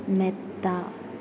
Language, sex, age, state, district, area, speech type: Malayalam, female, 18-30, Kerala, Palakkad, rural, read